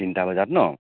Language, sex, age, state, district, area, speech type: Assamese, male, 45-60, Assam, Tinsukia, rural, conversation